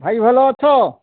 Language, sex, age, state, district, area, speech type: Odia, male, 45-60, Odisha, Kalahandi, rural, conversation